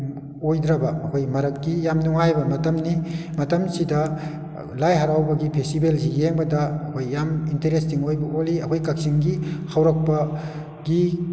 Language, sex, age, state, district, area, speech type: Manipuri, male, 60+, Manipur, Kakching, rural, spontaneous